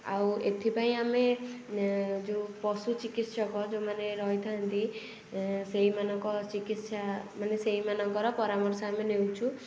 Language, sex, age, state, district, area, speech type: Odia, female, 18-30, Odisha, Puri, urban, spontaneous